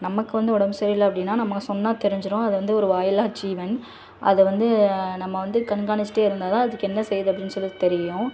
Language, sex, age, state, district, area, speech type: Tamil, female, 18-30, Tamil Nadu, Tirunelveli, rural, spontaneous